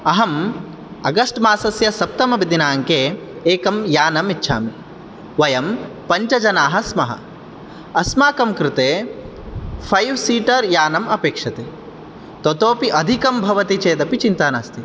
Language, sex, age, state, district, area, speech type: Sanskrit, male, 18-30, Karnataka, Uttara Kannada, rural, spontaneous